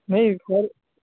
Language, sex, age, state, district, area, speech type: Urdu, male, 18-30, Bihar, Purnia, rural, conversation